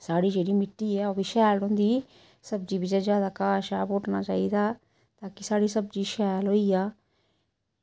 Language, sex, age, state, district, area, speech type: Dogri, female, 30-45, Jammu and Kashmir, Samba, rural, spontaneous